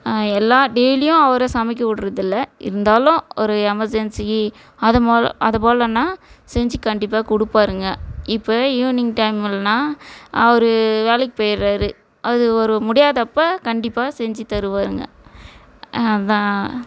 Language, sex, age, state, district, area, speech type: Tamil, female, 45-60, Tamil Nadu, Tiruvannamalai, rural, spontaneous